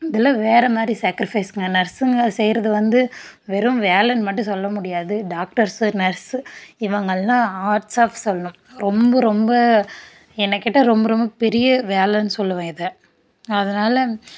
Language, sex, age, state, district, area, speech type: Tamil, female, 18-30, Tamil Nadu, Dharmapuri, rural, spontaneous